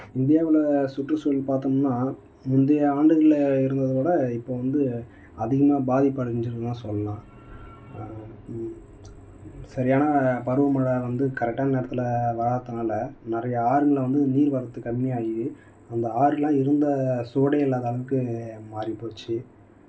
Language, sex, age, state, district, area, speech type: Tamil, male, 18-30, Tamil Nadu, Tiruvannamalai, urban, spontaneous